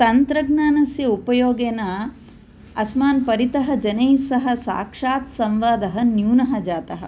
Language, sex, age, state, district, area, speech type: Sanskrit, female, 45-60, Andhra Pradesh, Kurnool, urban, spontaneous